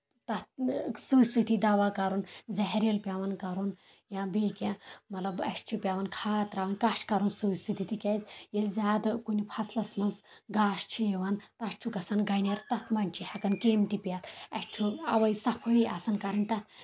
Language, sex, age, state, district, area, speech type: Kashmiri, female, 18-30, Jammu and Kashmir, Kulgam, rural, spontaneous